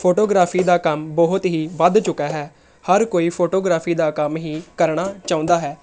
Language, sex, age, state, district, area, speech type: Punjabi, female, 18-30, Punjab, Tarn Taran, urban, spontaneous